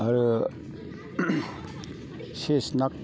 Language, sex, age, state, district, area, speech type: Bodo, male, 45-60, Assam, Kokrajhar, rural, spontaneous